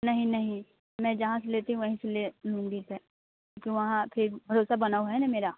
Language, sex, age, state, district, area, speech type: Hindi, female, 18-30, Bihar, Muzaffarpur, rural, conversation